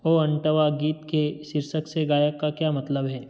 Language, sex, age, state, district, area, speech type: Hindi, male, 30-45, Madhya Pradesh, Ujjain, rural, read